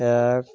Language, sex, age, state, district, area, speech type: Bengali, male, 18-30, West Bengal, Birbhum, urban, read